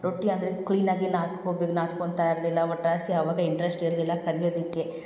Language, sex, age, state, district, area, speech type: Kannada, female, 18-30, Karnataka, Hassan, rural, spontaneous